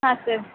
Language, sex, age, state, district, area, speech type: Kannada, female, 45-60, Karnataka, Tumkur, rural, conversation